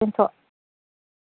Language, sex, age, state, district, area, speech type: Bodo, female, 60+, Assam, Udalguri, rural, conversation